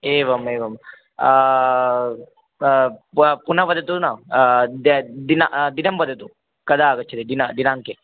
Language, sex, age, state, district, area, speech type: Sanskrit, male, 18-30, Madhya Pradesh, Chhindwara, urban, conversation